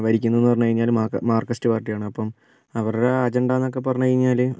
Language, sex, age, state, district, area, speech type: Malayalam, male, 18-30, Kerala, Wayanad, rural, spontaneous